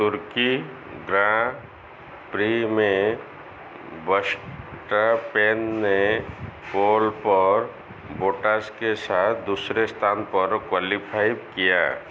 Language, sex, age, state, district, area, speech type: Hindi, male, 45-60, Madhya Pradesh, Chhindwara, rural, read